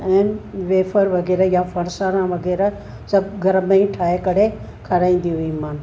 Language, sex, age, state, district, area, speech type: Sindhi, female, 60+, Maharashtra, Thane, urban, spontaneous